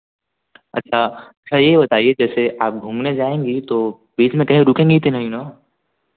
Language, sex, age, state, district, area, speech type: Hindi, male, 18-30, Uttar Pradesh, Varanasi, rural, conversation